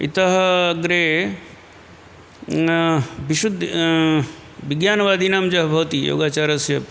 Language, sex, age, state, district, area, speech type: Sanskrit, male, 60+, Uttar Pradesh, Ghazipur, urban, spontaneous